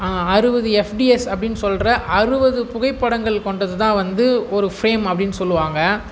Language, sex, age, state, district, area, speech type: Tamil, male, 18-30, Tamil Nadu, Tiruvannamalai, urban, spontaneous